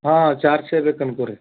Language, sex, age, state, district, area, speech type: Kannada, male, 30-45, Karnataka, Bidar, urban, conversation